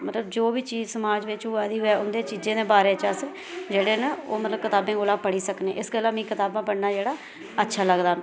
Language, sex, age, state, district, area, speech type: Dogri, female, 30-45, Jammu and Kashmir, Reasi, rural, spontaneous